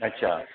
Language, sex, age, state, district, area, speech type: Marathi, male, 60+, Maharashtra, Palghar, rural, conversation